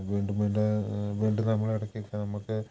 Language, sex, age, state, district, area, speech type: Malayalam, male, 45-60, Kerala, Idukki, rural, spontaneous